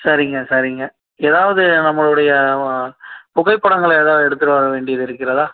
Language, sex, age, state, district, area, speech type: Tamil, male, 45-60, Tamil Nadu, Salem, urban, conversation